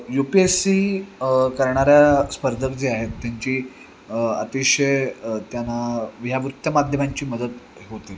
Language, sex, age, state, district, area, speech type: Marathi, male, 30-45, Maharashtra, Sangli, urban, spontaneous